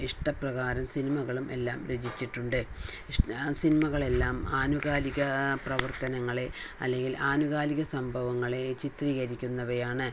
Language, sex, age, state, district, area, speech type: Malayalam, female, 60+, Kerala, Palakkad, rural, spontaneous